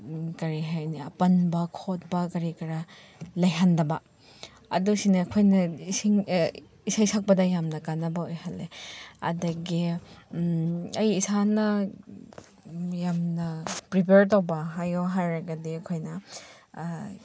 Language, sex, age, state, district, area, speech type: Manipuri, female, 45-60, Manipur, Chandel, rural, spontaneous